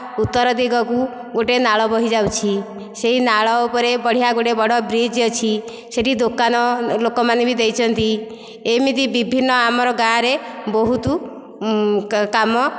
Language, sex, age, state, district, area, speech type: Odia, female, 45-60, Odisha, Dhenkanal, rural, spontaneous